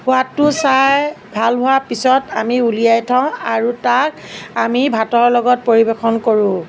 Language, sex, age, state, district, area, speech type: Assamese, female, 30-45, Assam, Nagaon, rural, spontaneous